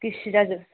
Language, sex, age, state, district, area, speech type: Bodo, female, 30-45, Assam, Kokrajhar, rural, conversation